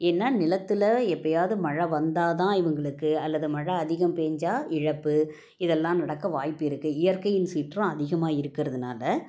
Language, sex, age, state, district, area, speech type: Tamil, female, 60+, Tamil Nadu, Salem, rural, spontaneous